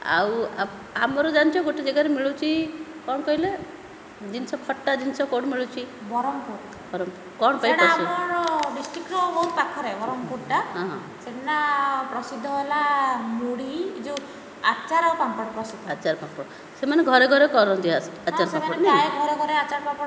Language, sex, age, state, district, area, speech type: Odia, female, 18-30, Odisha, Nayagarh, rural, spontaneous